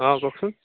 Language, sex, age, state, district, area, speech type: Assamese, male, 18-30, Assam, Sivasagar, rural, conversation